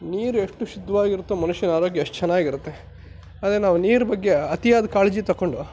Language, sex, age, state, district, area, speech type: Kannada, male, 45-60, Karnataka, Chikkaballapur, rural, spontaneous